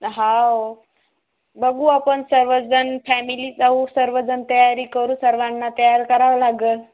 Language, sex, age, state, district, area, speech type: Marathi, female, 18-30, Maharashtra, Washim, urban, conversation